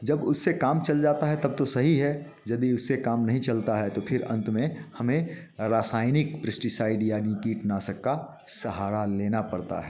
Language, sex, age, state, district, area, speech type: Hindi, male, 45-60, Bihar, Muzaffarpur, urban, spontaneous